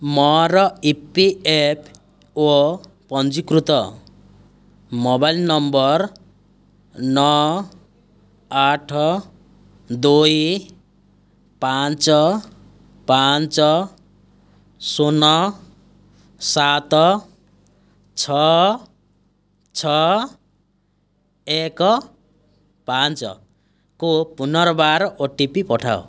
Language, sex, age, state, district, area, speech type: Odia, male, 60+, Odisha, Kandhamal, rural, read